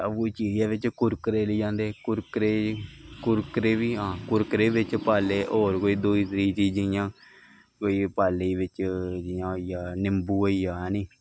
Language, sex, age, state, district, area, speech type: Dogri, male, 18-30, Jammu and Kashmir, Kathua, rural, spontaneous